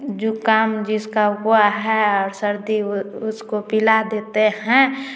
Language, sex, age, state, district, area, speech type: Hindi, female, 30-45, Bihar, Samastipur, rural, spontaneous